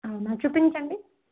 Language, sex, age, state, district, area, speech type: Telugu, female, 45-60, Andhra Pradesh, East Godavari, rural, conversation